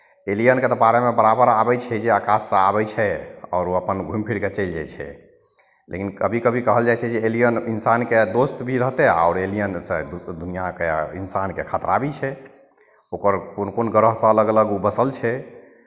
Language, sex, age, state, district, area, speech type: Maithili, male, 45-60, Bihar, Madhepura, urban, spontaneous